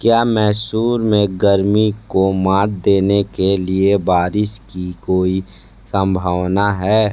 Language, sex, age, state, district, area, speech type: Hindi, male, 18-30, Uttar Pradesh, Sonbhadra, rural, read